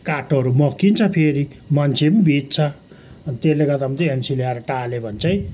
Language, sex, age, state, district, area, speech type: Nepali, male, 60+, West Bengal, Kalimpong, rural, spontaneous